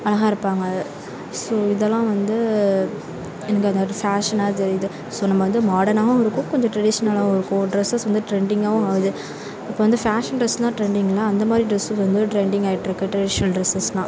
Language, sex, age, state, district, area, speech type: Tamil, female, 18-30, Tamil Nadu, Sivaganga, rural, spontaneous